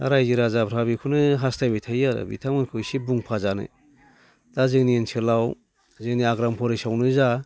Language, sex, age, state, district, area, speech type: Bodo, male, 60+, Assam, Baksa, rural, spontaneous